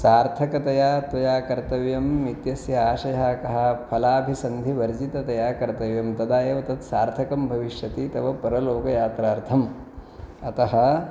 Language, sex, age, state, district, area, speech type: Sanskrit, male, 30-45, Maharashtra, Pune, urban, spontaneous